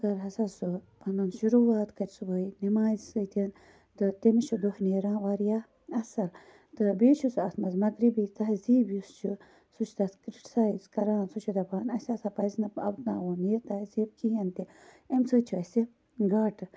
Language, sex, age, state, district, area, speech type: Kashmiri, female, 30-45, Jammu and Kashmir, Baramulla, rural, spontaneous